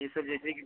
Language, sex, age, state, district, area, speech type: Hindi, male, 18-30, Uttar Pradesh, Chandauli, rural, conversation